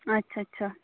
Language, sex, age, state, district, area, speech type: Dogri, female, 30-45, Jammu and Kashmir, Udhampur, rural, conversation